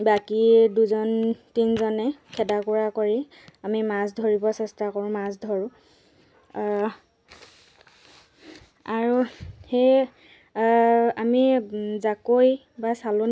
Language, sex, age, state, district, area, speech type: Assamese, female, 45-60, Assam, Dhemaji, rural, spontaneous